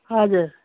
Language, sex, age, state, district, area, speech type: Nepali, female, 45-60, West Bengal, Darjeeling, rural, conversation